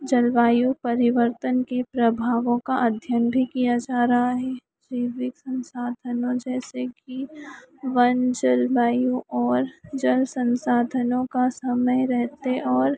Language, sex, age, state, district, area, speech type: Hindi, female, 18-30, Madhya Pradesh, Harda, urban, spontaneous